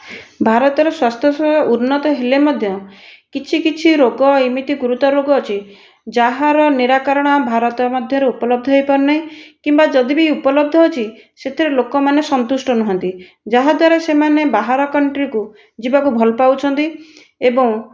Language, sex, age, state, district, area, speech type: Odia, female, 60+, Odisha, Nayagarh, rural, spontaneous